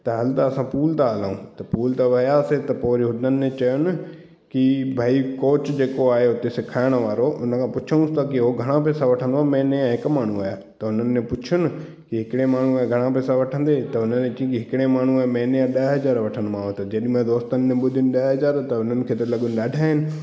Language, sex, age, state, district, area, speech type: Sindhi, male, 18-30, Madhya Pradesh, Katni, urban, spontaneous